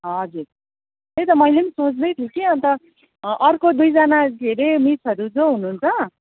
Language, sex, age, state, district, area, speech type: Nepali, female, 45-60, West Bengal, Jalpaiguri, urban, conversation